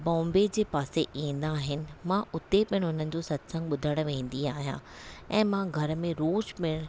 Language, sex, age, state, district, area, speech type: Sindhi, female, 30-45, Maharashtra, Thane, urban, spontaneous